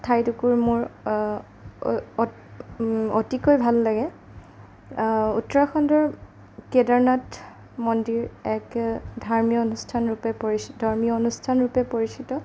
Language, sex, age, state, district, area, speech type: Assamese, female, 30-45, Assam, Darrang, rural, spontaneous